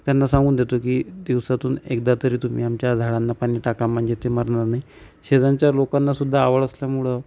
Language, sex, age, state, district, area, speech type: Marathi, female, 30-45, Maharashtra, Amravati, rural, spontaneous